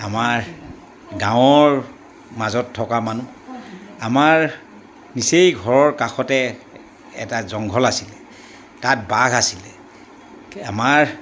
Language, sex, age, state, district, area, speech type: Assamese, male, 60+, Assam, Dibrugarh, rural, spontaneous